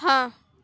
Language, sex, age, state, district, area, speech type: Urdu, female, 18-30, Uttar Pradesh, Aligarh, urban, read